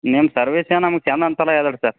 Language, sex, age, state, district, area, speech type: Kannada, male, 18-30, Karnataka, Gulbarga, urban, conversation